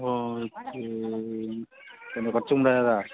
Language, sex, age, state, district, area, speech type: Tamil, male, 18-30, Tamil Nadu, Thanjavur, rural, conversation